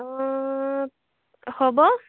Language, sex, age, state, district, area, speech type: Assamese, female, 30-45, Assam, Tinsukia, rural, conversation